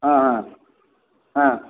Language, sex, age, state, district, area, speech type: Kannada, male, 30-45, Karnataka, Bellary, rural, conversation